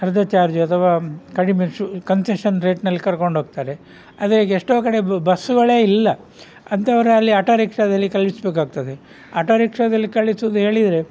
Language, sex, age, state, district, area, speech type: Kannada, male, 60+, Karnataka, Udupi, rural, spontaneous